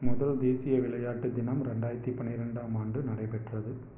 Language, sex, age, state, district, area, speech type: Tamil, male, 30-45, Tamil Nadu, Erode, rural, read